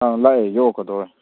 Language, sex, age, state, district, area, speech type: Manipuri, male, 18-30, Manipur, Kakching, rural, conversation